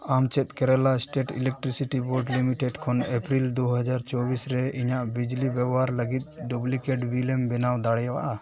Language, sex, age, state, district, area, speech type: Santali, male, 18-30, West Bengal, Dakshin Dinajpur, rural, read